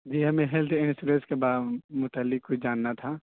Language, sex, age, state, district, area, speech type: Urdu, male, 18-30, Uttar Pradesh, Saharanpur, urban, conversation